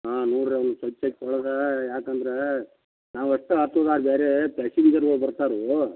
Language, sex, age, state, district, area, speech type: Kannada, male, 45-60, Karnataka, Belgaum, rural, conversation